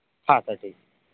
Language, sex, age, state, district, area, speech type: Marathi, male, 18-30, Maharashtra, Yavatmal, rural, conversation